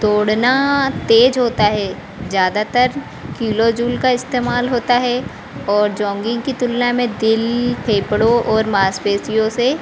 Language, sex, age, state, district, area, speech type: Hindi, female, 18-30, Madhya Pradesh, Harda, urban, spontaneous